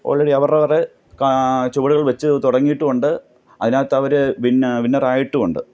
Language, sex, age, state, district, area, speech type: Malayalam, male, 30-45, Kerala, Pathanamthitta, rural, spontaneous